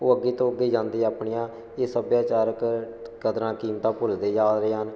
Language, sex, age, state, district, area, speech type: Punjabi, male, 18-30, Punjab, Shaheed Bhagat Singh Nagar, rural, spontaneous